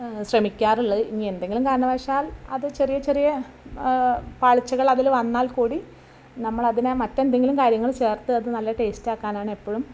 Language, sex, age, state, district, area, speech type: Malayalam, female, 45-60, Kerala, Malappuram, rural, spontaneous